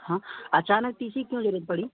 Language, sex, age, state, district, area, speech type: Hindi, male, 30-45, Madhya Pradesh, Gwalior, rural, conversation